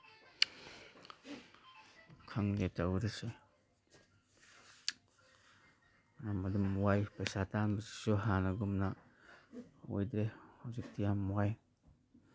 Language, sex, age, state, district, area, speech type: Manipuri, male, 30-45, Manipur, Imphal East, rural, spontaneous